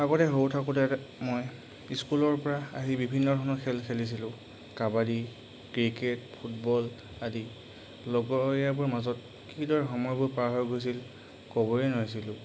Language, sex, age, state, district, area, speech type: Assamese, male, 45-60, Assam, Charaideo, rural, spontaneous